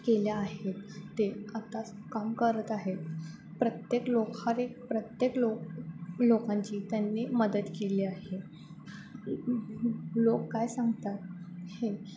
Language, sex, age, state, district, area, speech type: Marathi, female, 18-30, Maharashtra, Sangli, rural, spontaneous